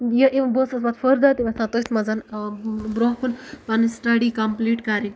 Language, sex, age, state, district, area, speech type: Kashmiri, female, 18-30, Jammu and Kashmir, Ganderbal, rural, spontaneous